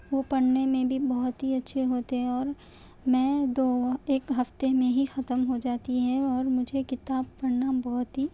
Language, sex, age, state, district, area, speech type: Urdu, female, 18-30, Telangana, Hyderabad, urban, spontaneous